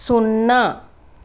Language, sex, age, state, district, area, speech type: Telugu, female, 30-45, Andhra Pradesh, Chittoor, rural, read